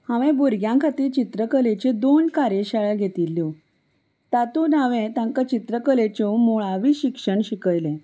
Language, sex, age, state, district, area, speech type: Goan Konkani, female, 30-45, Goa, Salcete, rural, spontaneous